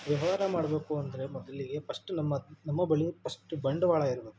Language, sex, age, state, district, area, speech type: Kannada, male, 18-30, Karnataka, Shimoga, urban, spontaneous